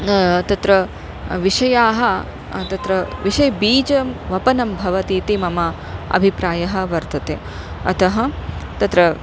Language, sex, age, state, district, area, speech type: Sanskrit, female, 30-45, Karnataka, Dharwad, urban, spontaneous